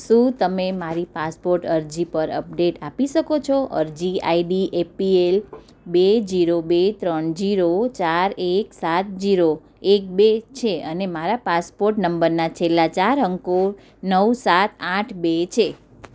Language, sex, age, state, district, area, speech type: Gujarati, female, 30-45, Gujarat, Surat, urban, read